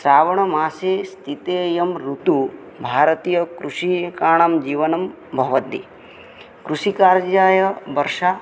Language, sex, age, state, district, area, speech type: Sanskrit, male, 18-30, Odisha, Bargarh, rural, spontaneous